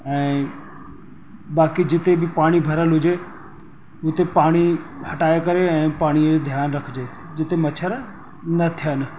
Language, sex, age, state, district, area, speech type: Sindhi, male, 30-45, Rajasthan, Ajmer, urban, spontaneous